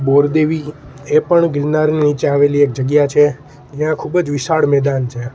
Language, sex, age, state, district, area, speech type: Gujarati, male, 18-30, Gujarat, Junagadh, rural, spontaneous